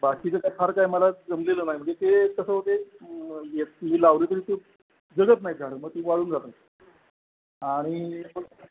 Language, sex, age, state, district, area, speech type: Marathi, male, 60+, Maharashtra, Satara, urban, conversation